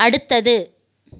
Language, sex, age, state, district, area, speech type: Tamil, female, 45-60, Tamil Nadu, Krishnagiri, rural, read